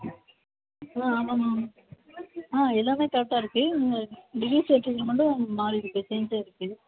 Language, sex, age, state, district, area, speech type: Tamil, female, 30-45, Tamil Nadu, Mayiladuthurai, rural, conversation